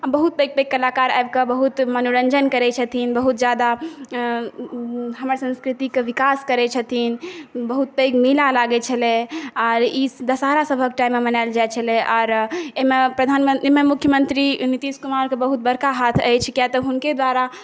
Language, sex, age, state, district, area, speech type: Maithili, other, 18-30, Bihar, Saharsa, rural, spontaneous